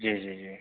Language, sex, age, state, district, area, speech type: Hindi, male, 45-60, Madhya Pradesh, Betul, urban, conversation